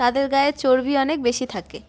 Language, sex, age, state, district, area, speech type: Bengali, female, 18-30, West Bengal, Uttar Dinajpur, urban, spontaneous